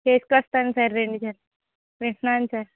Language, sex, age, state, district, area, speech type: Telugu, female, 18-30, Andhra Pradesh, Kakinada, rural, conversation